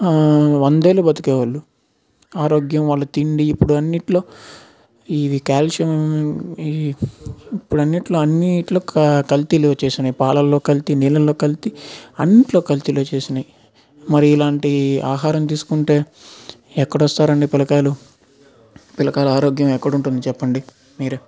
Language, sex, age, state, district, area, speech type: Telugu, male, 18-30, Andhra Pradesh, Nellore, urban, spontaneous